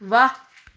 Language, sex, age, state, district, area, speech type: Punjabi, female, 30-45, Punjab, Amritsar, urban, read